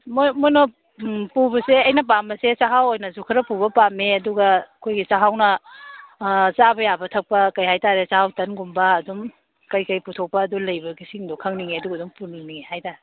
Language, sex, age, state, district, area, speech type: Manipuri, female, 30-45, Manipur, Kakching, rural, conversation